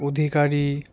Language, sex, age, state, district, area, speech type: Bengali, male, 18-30, West Bengal, Alipurduar, rural, spontaneous